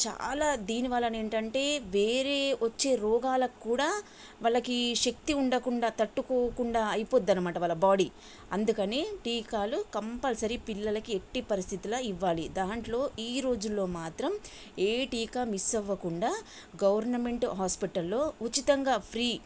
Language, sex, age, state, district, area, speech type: Telugu, female, 45-60, Telangana, Sangareddy, urban, spontaneous